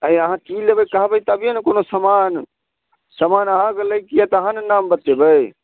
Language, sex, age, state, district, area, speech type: Maithili, male, 30-45, Bihar, Samastipur, rural, conversation